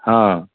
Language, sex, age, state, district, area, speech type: Maithili, male, 60+, Bihar, Madhubani, rural, conversation